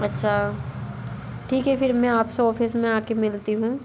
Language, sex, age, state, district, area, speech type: Hindi, female, 30-45, Madhya Pradesh, Bhopal, urban, spontaneous